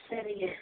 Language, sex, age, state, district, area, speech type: Tamil, female, 30-45, Tamil Nadu, Tirupattur, rural, conversation